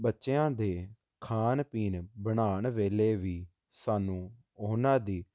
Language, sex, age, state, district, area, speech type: Punjabi, male, 18-30, Punjab, Jalandhar, urban, spontaneous